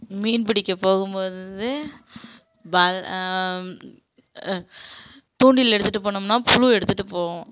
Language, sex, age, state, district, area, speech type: Tamil, female, 30-45, Tamil Nadu, Kallakurichi, urban, spontaneous